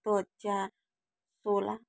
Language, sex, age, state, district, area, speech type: Hindi, female, 18-30, Rajasthan, Karauli, rural, spontaneous